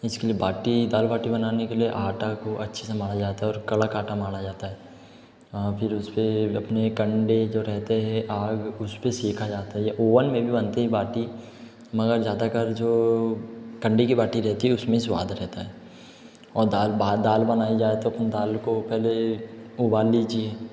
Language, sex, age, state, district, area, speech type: Hindi, male, 18-30, Madhya Pradesh, Betul, urban, spontaneous